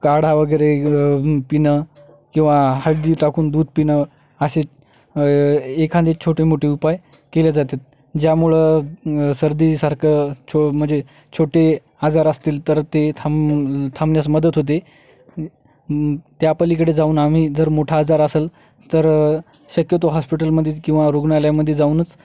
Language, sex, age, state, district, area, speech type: Marathi, male, 18-30, Maharashtra, Hingoli, urban, spontaneous